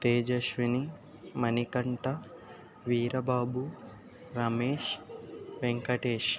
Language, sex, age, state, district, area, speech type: Telugu, male, 60+, Andhra Pradesh, Kakinada, rural, spontaneous